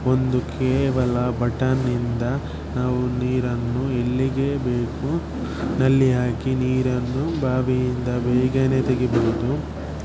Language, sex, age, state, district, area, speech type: Kannada, male, 18-30, Karnataka, Shimoga, rural, spontaneous